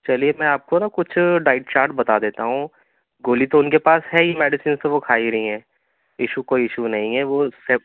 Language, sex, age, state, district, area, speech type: Urdu, male, 18-30, Delhi, South Delhi, urban, conversation